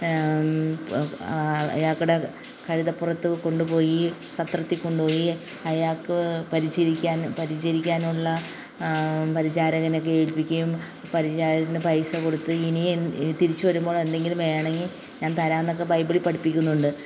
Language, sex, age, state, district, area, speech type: Malayalam, female, 45-60, Kerala, Kottayam, rural, spontaneous